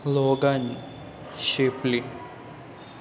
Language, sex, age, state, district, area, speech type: Marathi, male, 18-30, Maharashtra, Kolhapur, urban, spontaneous